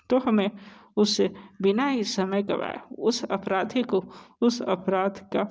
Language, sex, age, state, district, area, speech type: Hindi, male, 18-30, Uttar Pradesh, Sonbhadra, rural, spontaneous